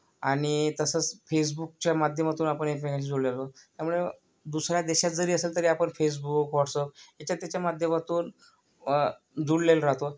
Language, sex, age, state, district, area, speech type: Marathi, male, 30-45, Maharashtra, Yavatmal, urban, spontaneous